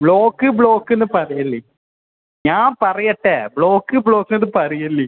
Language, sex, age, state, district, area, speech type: Malayalam, male, 18-30, Kerala, Kozhikode, urban, conversation